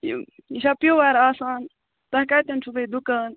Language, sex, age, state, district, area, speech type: Kashmiri, female, 30-45, Jammu and Kashmir, Ganderbal, rural, conversation